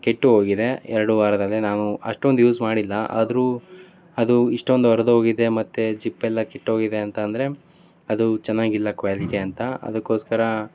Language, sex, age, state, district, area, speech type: Kannada, male, 18-30, Karnataka, Davanagere, rural, spontaneous